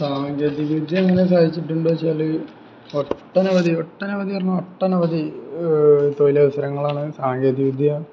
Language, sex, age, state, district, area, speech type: Malayalam, male, 18-30, Kerala, Malappuram, rural, spontaneous